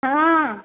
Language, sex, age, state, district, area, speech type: Odia, female, 45-60, Odisha, Angul, rural, conversation